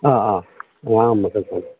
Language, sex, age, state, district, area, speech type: Manipuri, male, 30-45, Manipur, Kakching, rural, conversation